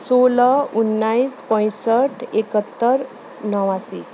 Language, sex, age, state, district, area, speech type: Nepali, female, 30-45, West Bengal, Darjeeling, rural, spontaneous